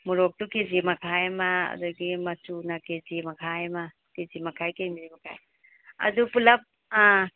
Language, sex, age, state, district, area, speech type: Manipuri, female, 30-45, Manipur, Imphal East, rural, conversation